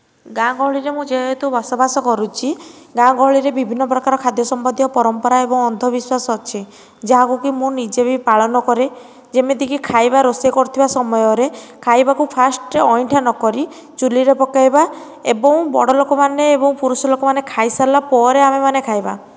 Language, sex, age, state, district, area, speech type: Odia, female, 18-30, Odisha, Nayagarh, rural, spontaneous